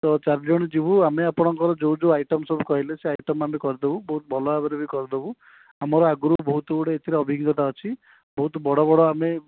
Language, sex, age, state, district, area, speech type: Odia, male, 18-30, Odisha, Dhenkanal, rural, conversation